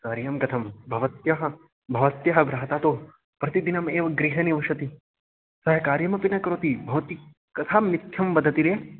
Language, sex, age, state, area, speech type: Sanskrit, male, 18-30, Haryana, rural, conversation